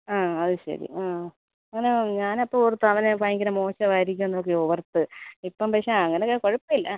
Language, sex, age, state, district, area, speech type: Malayalam, female, 45-60, Kerala, Alappuzha, rural, conversation